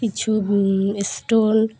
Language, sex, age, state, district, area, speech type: Bengali, female, 18-30, West Bengal, Dakshin Dinajpur, urban, spontaneous